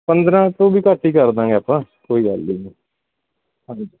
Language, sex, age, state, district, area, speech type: Punjabi, male, 45-60, Punjab, Bathinda, urban, conversation